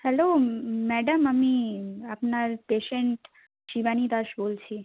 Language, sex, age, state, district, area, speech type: Bengali, female, 30-45, West Bengal, Bankura, urban, conversation